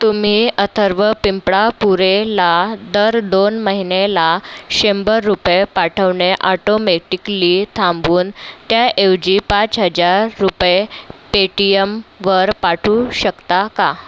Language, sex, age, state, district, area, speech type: Marathi, female, 30-45, Maharashtra, Nagpur, urban, read